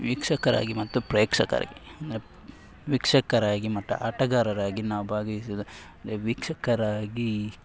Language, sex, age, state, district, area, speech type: Kannada, male, 18-30, Karnataka, Dakshina Kannada, rural, spontaneous